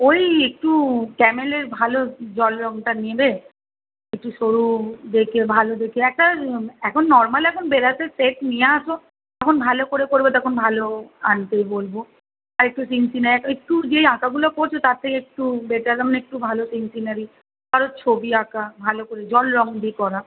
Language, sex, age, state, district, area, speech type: Bengali, female, 30-45, West Bengal, Kolkata, urban, conversation